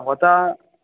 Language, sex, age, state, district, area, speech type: Sanskrit, male, 30-45, Telangana, Hyderabad, urban, conversation